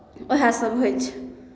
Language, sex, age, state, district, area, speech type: Maithili, female, 18-30, Bihar, Samastipur, rural, spontaneous